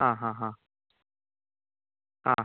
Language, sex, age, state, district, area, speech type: Malayalam, male, 60+, Kerala, Kozhikode, urban, conversation